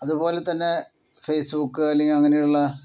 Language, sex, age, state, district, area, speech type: Malayalam, male, 30-45, Kerala, Palakkad, rural, spontaneous